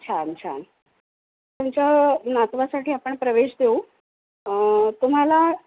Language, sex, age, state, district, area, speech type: Marathi, female, 45-60, Maharashtra, Nanded, urban, conversation